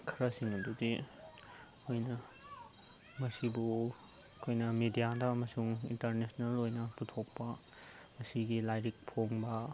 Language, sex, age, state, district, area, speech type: Manipuri, male, 30-45, Manipur, Chandel, rural, spontaneous